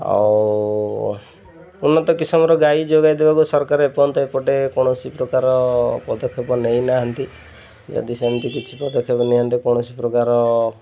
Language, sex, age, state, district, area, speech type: Odia, male, 30-45, Odisha, Jagatsinghpur, rural, spontaneous